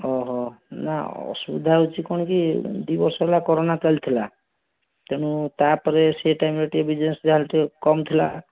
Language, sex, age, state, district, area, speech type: Odia, male, 60+, Odisha, Jajpur, rural, conversation